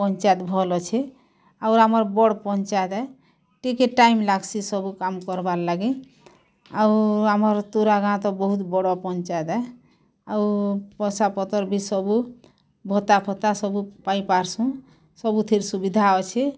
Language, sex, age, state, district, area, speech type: Odia, female, 45-60, Odisha, Bargarh, urban, spontaneous